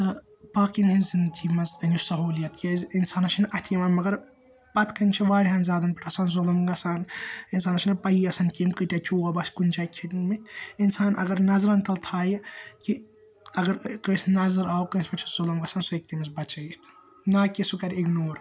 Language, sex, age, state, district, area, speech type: Kashmiri, male, 18-30, Jammu and Kashmir, Srinagar, urban, spontaneous